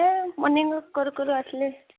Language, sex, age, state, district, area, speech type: Odia, female, 18-30, Odisha, Malkangiri, urban, conversation